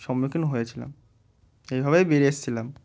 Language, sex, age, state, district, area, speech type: Bengali, male, 18-30, West Bengal, Murshidabad, urban, spontaneous